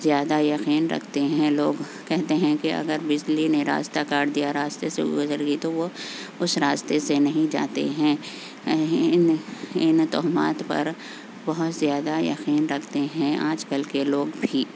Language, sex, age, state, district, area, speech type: Urdu, female, 60+, Telangana, Hyderabad, urban, spontaneous